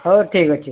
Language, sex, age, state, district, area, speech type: Odia, male, 45-60, Odisha, Sambalpur, rural, conversation